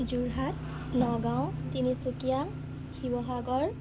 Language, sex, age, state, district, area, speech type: Assamese, female, 18-30, Assam, Jorhat, urban, spontaneous